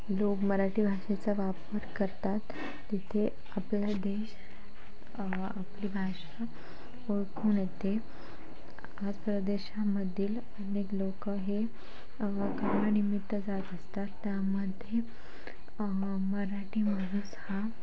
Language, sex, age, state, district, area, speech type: Marathi, female, 18-30, Maharashtra, Sindhudurg, rural, spontaneous